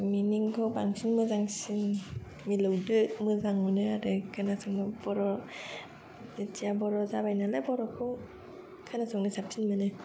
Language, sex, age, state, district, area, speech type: Bodo, female, 30-45, Assam, Kokrajhar, urban, spontaneous